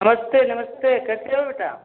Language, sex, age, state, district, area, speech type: Hindi, male, 45-60, Uttar Pradesh, Sitapur, rural, conversation